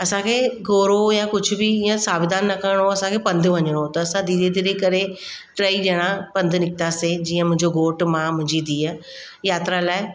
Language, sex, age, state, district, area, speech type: Sindhi, female, 30-45, Maharashtra, Mumbai Suburban, urban, spontaneous